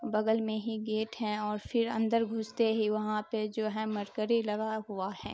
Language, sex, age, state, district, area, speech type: Urdu, female, 18-30, Bihar, Khagaria, rural, spontaneous